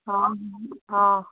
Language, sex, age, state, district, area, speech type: Odia, female, 60+, Odisha, Angul, rural, conversation